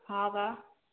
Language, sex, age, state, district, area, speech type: Odia, female, 60+, Odisha, Jharsuguda, rural, conversation